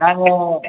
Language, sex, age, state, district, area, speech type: Tamil, female, 18-30, Tamil Nadu, Cuddalore, rural, conversation